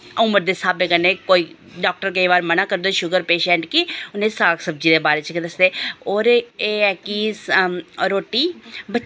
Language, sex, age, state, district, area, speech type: Dogri, female, 45-60, Jammu and Kashmir, Reasi, urban, spontaneous